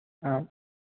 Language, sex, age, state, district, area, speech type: Malayalam, male, 18-30, Kerala, Idukki, rural, conversation